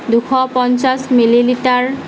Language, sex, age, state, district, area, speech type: Assamese, female, 45-60, Assam, Nagaon, rural, read